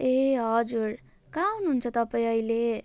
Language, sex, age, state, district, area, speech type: Nepali, female, 18-30, West Bengal, Jalpaiguri, rural, spontaneous